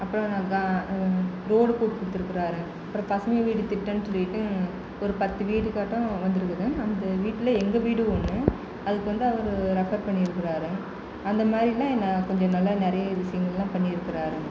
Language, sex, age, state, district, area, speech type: Tamil, female, 30-45, Tamil Nadu, Erode, rural, spontaneous